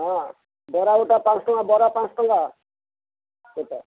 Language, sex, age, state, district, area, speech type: Odia, male, 60+, Odisha, Angul, rural, conversation